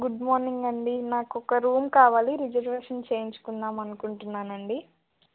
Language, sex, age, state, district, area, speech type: Telugu, female, 18-30, Telangana, Bhadradri Kothagudem, rural, conversation